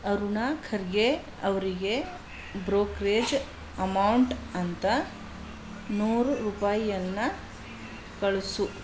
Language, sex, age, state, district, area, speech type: Kannada, female, 45-60, Karnataka, Bidar, urban, read